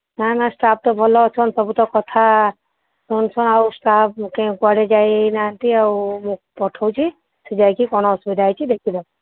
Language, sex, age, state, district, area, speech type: Odia, female, 45-60, Odisha, Sambalpur, rural, conversation